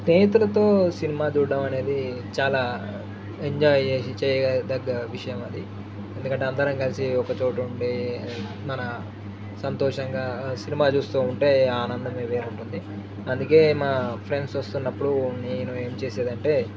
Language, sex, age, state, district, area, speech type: Telugu, male, 18-30, Telangana, Jangaon, rural, spontaneous